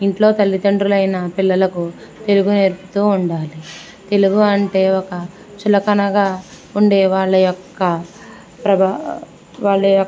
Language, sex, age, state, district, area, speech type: Telugu, female, 18-30, Andhra Pradesh, Konaseema, rural, spontaneous